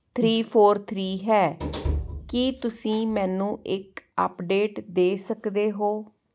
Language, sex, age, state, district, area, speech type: Punjabi, female, 45-60, Punjab, Ludhiana, rural, read